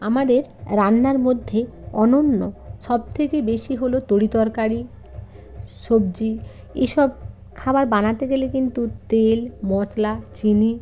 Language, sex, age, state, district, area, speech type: Bengali, female, 45-60, West Bengal, Jalpaiguri, rural, spontaneous